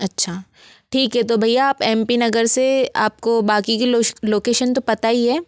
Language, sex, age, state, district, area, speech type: Hindi, female, 60+, Madhya Pradesh, Bhopal, urban, spontaneous